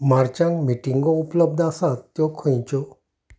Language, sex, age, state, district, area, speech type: Goan Konkani, male, 45-60, Goa, Canacona, rural, read